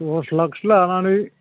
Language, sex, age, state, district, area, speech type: Bodo, male, 45-60, Assam, Chirang, rural, conversation